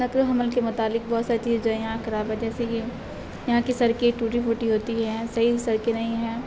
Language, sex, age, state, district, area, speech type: Urdu, female, 18-30, Bihar, Supaul, rural, spontaneous